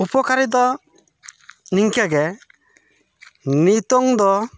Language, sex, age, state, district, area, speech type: Santali, male, 30-45, West Bengal, Bankura, rural, spontaneous